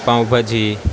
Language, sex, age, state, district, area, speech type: Gujarati, male, 18-30, Gujarat, Junagadh, urban, spontaneous